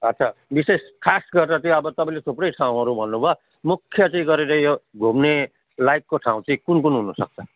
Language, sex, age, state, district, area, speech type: Nepali, male, 45-60, West Bengal, Jalpaiguri, urban, conversation